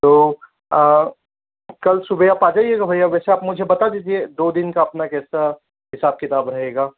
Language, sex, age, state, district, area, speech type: Hindi, male, 30-45, Madhya Pradesh, Bhopal, urban, conversation